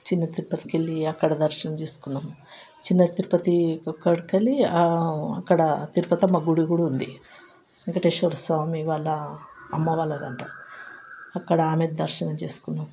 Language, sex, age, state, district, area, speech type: Telugu, female, 60+, Telangana, Hyderabad, urban, spontaneous